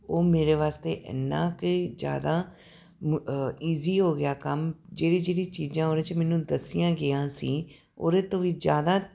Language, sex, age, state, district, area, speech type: Punjabi, female, 45-60, Punjab, Tarn Taran, urban, spontaneous